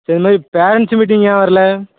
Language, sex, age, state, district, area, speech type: Tamil, male, 18-30, Tamil Nadu, Thoothukudi, rural, conversation